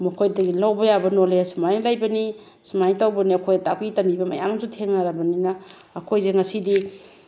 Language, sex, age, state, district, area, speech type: Manipuri, female, 45-60, Manipur, Bishnupur, rural, spontaneous